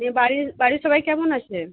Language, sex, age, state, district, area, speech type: Bengali, female, 45-60, West Bengal, Birbhum, urban, conversation